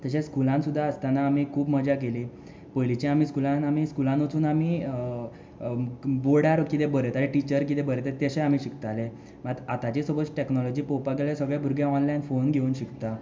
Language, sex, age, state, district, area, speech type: Goan Konkani, male, 18-30, Goa, Tiswadi, rural, spontaneous